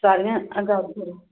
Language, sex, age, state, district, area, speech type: Punjabi, female, 30-45, Punjab, Muktsar, urban, conversation